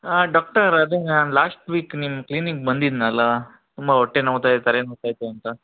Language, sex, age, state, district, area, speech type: Kannada, male, 60+, Karnataka, Bangalore Urban, urban, conversation